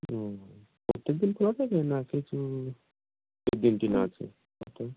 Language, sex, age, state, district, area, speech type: Bengali, male, 18-30, West Bengal, North 24 Parganas, rural, conversation